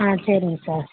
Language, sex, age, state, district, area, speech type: Tamil, female, 18-30, Tamil Nadu, Madurai, urban, conversation